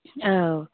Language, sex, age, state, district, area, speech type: Bodo, female, 18-30, Assam, Udalguri, rural, conversation